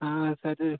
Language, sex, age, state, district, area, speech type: Hindi, male, 18-30, Uttar Pradesh, Mau, rural, conversation